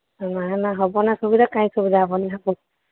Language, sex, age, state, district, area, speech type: Odia, female, 45-60, Odisha, Sambalpur, rural, conversation